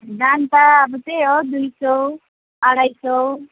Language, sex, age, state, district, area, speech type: Nepali, female, 45-60, West Bengal, Alipurduar, rural, conversation